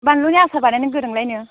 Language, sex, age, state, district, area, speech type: Bodo, female, 18-30, Assam, Chirang, rural, conversation